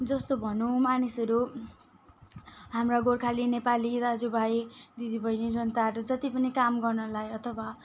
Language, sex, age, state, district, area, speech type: Nepali, female, 30-45, West Bengal, Kalimpong, rural, spontaneous